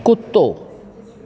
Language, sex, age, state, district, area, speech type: Sindhi, female, 60+, Delhi, South Delhi, urban, read